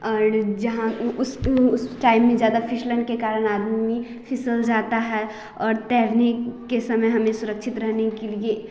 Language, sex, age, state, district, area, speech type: Hindi, female, 18-30, Bihar, Samastipur, rural, spontaneous